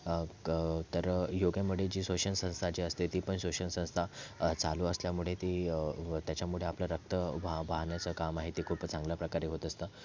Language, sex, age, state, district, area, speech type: Marathi, male, 30-45, Maharashtra, Thane, urban, spontaneous